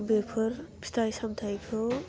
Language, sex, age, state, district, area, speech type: Bodo, female, 18-30, Assam, Udalguri, urban, spontaneous